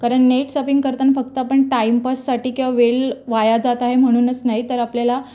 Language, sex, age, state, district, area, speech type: Marathi, female, 18-30, Maharashtra, Raigad, rural, spontaneous